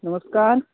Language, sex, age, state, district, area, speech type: Hindi, male, 18-30, Uttar Pradesh, Prayagraj, urban, conversation